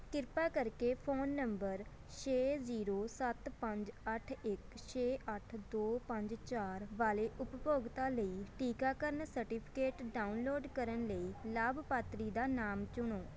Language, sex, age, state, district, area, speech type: Punjabi, female, 18-30, Punjab, Shaheed Bhagat Singh Nagar, urban, read